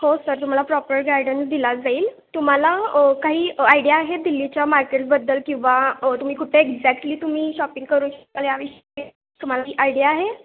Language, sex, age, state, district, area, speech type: Marathi, female, 18-30, Maharashtra, Kolhapur, urban, conversation